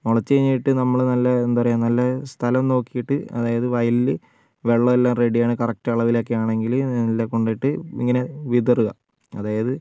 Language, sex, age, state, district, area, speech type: Malayalam, male, 60+, Kerala, Wayanad, rural, spontaneous